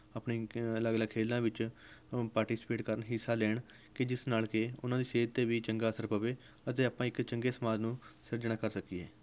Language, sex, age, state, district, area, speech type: Punjabi, male, 18-30, Punjab, Rupnagar, rural, spontaneous